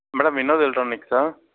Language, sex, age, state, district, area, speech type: Telugu, male, 60+, Andhra Pradesh, Chittoor, rural, conversation